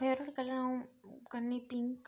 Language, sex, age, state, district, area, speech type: Dogri, female, 30-45, Jammu and Kashmir, Udhampur, rural, spontaneous